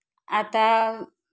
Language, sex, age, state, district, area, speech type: Marathi, female, 30-45, Maharashtra, Wardha, rural, spontaneous